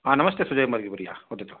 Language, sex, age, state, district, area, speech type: Sanskrit, male, 45-60, Karnataka, Kolar, urban, conversation